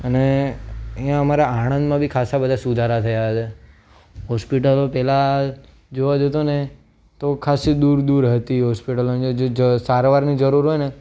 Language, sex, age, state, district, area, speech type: Gujarati, male, 18-30, Gujarat, Anand, urban, spontaneous